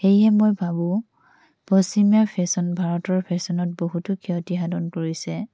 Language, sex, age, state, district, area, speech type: Assamese, female, 18-30, Assam, Tinsukia, urban, spontaneous